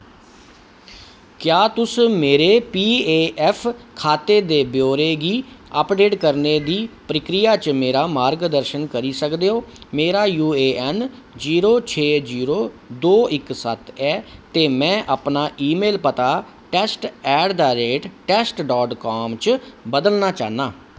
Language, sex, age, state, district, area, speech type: Dogri, male, 45-60, Jammu and Kashmir, Kathua, urban, read